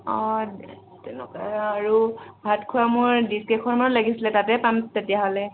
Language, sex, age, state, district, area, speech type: Assamese, female, 18-30, Assam, Tinsukia, urban, conversation